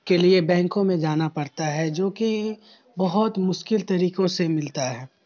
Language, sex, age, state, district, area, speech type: Urdu, male, 18-30, Bihar, Khagaria, rural, spontaneous